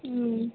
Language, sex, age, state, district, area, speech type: Tamil, male, 30-45, Tamil Nadu, Tiruchirappalli, rural, conversation